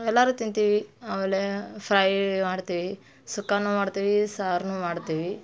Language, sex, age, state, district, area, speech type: Kannada, female, 30-45, Karnataka, Dharwad, urban, spontaneous